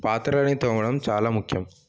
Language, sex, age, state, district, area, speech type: Telugu, male, 30-45, Telangana, Sangareddy, urban, spontaneous